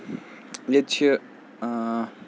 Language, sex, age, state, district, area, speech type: Kashmiri, male, 18-30, Jammu and Kashmir, Srinagar, urban, spontaneous